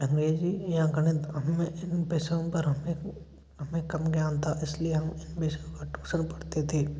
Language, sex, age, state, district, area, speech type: Hindi, male, 18-30, Rajasthan, Bharatpur, rural, spontaneous